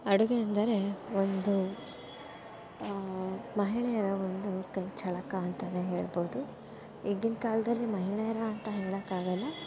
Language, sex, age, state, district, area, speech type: Kannada, female, 18-30, Karnataka, Dakshina Kannada, rural, spontaneous